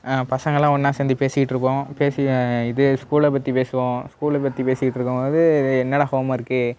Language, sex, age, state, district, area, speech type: Tamil, male, 18-30, Tamil Nadu, Nagapattinam, rural, spontaneous